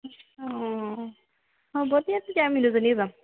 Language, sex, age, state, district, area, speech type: Assamese, female, 18-30, Assam, Golaghat, urban, conversation